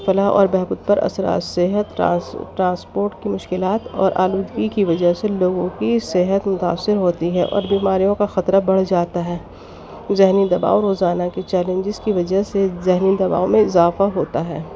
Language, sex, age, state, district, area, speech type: Urdu, female, 30-45, Delhi, East Delhi, urban, spontaneous